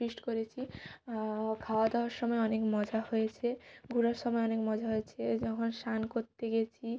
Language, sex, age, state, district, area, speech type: Bengali, female, 18-30, West Bengal, Jalpaiguri, rural, spontaneous